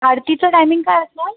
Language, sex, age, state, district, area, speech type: Marathi, female, 18-30, Maharashtra, Solapur, urban, conversation